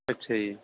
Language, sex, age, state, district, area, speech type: Punjabi, male, 30-45, Punjab, Bathinda, rural, conversation